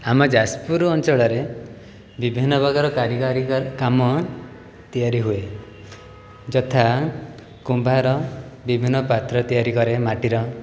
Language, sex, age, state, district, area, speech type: Odia, male, 30-45, Odisha, Jajpur, rural, spontaneous